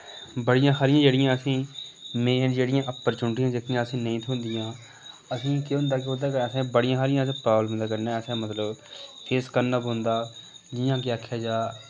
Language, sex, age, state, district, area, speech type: Dogri, male, 18-30, Jammu and Kashmir, Reasi, rural, spontaneous